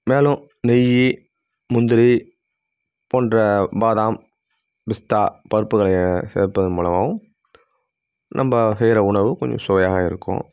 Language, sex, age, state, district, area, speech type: Tamil, male, 45-60, Tamil Nadu, Nagapattinam, rural, spontaneous